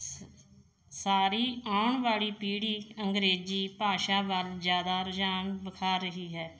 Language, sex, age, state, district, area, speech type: Punjabi, female, 45-60, Punjab, Mansa, urban, spontaneous